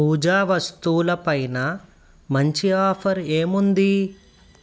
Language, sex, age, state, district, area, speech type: Telugu, male, 18-30, Andhra Pradesh, Eluru, rural, read